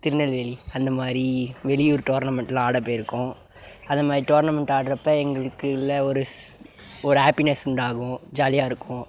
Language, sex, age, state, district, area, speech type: Tamil, male, 18-30, Tamil Nadu, Mayiladuthurai, urban, spontaneous